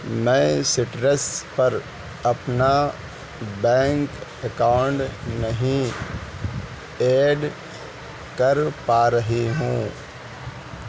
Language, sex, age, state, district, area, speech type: Urdu, male, 18-30, Uttar Pradesh, Gautam Buddha Nagar, rural, read